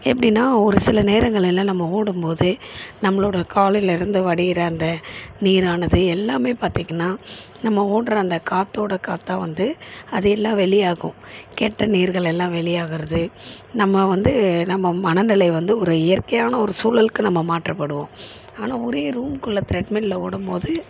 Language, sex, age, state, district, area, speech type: Tamil, female, 30-45, Tamil Nadu, Chennai, urban, spontaneous